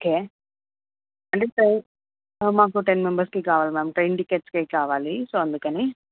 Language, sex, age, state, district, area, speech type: Telugu, female, 18-30, Telangana, Medchal, urban, conversation